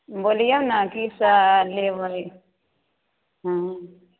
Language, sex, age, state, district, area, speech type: Maithili, female, 30-45, Bihar, Samastipur, rural, conversation